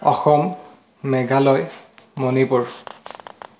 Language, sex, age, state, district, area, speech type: Assamese, male, 18-30, Assam, Sonitpur, rural, spontaneous